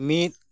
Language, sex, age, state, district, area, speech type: Santali, male, 45-60, West Bengal, Birbhum, rural, read